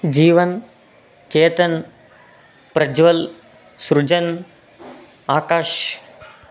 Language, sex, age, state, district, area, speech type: Kannada, male, 18-30, Karnataka, Davanagere, rural, spontaneous